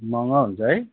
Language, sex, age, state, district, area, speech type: Nepali, male, 30-45, West Bengal, Darjeeling, rural, conversation